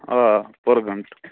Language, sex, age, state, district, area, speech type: Kashmiri, male, 30-45, Jammu and Kashmir, Srinagar, urban, conversation